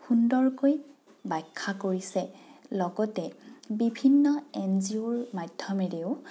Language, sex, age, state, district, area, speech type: Assamese, female, 18-30, Assam, Morigaon, rural, spontaneous